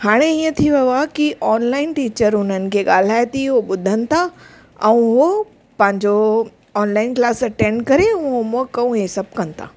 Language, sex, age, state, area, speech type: Sindhi, female, 30-45, Chhattisgarh, urban, spontaneous